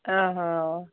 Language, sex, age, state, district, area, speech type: Odia, female, 60+, Odisha, Gajapati, rural, conversation